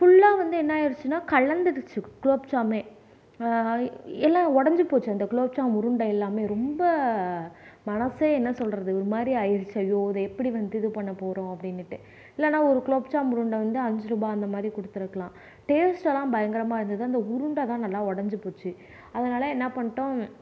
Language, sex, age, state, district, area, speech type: Tamil, female, 18-30, Tamil Nadu, Nagapattinam, rural, spontaneous